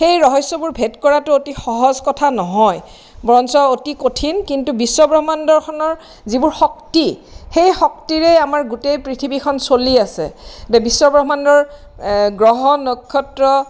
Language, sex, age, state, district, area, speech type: Assamese, female, 60+, Assam, Kamrup Metropolitan, urban, spontaneous